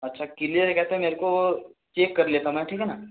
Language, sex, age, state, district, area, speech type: Hindi, male, 60+, Madhya Pradesh, Balaghat, rural, conversation